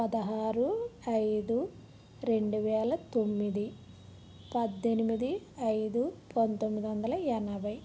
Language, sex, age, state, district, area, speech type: Telugu, female, 30-45, Andhra Pradesh, Vizianagaram, urban, spontaneous